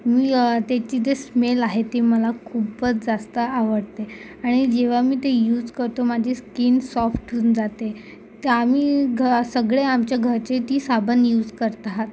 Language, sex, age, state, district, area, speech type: Marathi, female, 18-30, Maharashtra, Amravati, urban, spontaneous